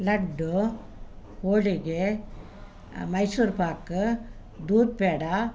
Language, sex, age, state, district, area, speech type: Kannada, female, 60+, Karnataka, Udupi, urban, spontaneous